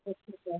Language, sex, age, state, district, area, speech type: Hindi, female, 30-45, Uttar Pradesh, Varanasi, rural, conversation